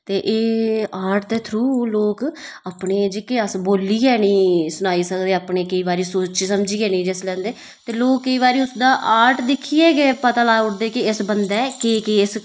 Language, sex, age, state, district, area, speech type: Dogri, female, 30-45, Jammu and Kashmir, Udhampur, rural, spontaneous